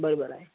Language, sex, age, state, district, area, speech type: Marathi, male, 18-30, Maharashtra, Yavatmal, rural, conversation